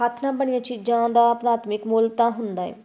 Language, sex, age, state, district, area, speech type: Punjabi, female, 30-45, Punjab, Tarn Taran, rural, spontaneous